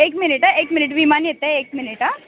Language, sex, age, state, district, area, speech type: Marathi, female, 18-30, Maharashtra, Mumbai City, urban, conversation